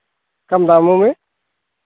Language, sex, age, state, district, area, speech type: Hindi, male, 45-60, Uttar Pradesh, Sitapur, rural, conversation